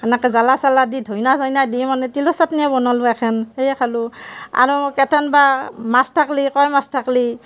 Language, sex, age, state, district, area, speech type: Assamese, female, 45-60, Assam, Barpeta, rural, spontaneous